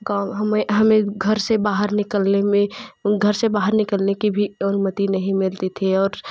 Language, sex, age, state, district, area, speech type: Hindi, female, 18-30, Uttar Pradesh, Jaunpur, urban, spontaneous